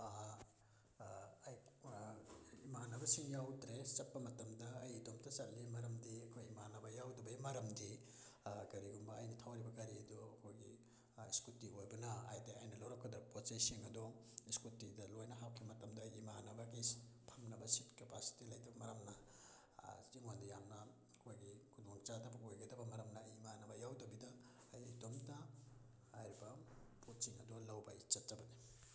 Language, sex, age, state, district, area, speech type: Manipuri, male, 30-45, Manipur, Thoubal, rural, spontaneous